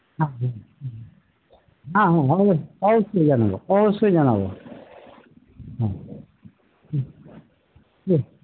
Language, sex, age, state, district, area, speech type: Bengali, male, 60+, West Bengal, Murshidabad, rural, conversation